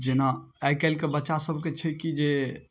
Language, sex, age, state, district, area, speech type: Maithili, male, 18-30, Bihar, Darbhanga, rural, spontaneous